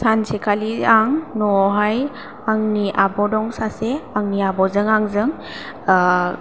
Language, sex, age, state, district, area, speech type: Bodo, female, 18-30, Assam, Chirang, rural, spontaneous